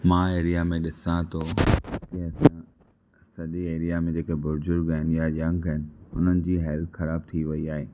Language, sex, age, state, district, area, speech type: Sindhi, male, 30-45, Maharashtra, Thane, urban, spontaneous